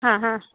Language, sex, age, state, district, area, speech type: Kannada, female, 45-60, Karnataka, Udupi, rural, conversation